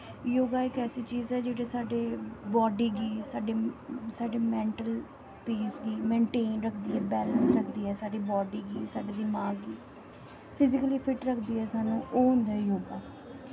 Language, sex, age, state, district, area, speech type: Dogri, female, 18-30, Jammu and Kashmir, Samba, rural, spontaneous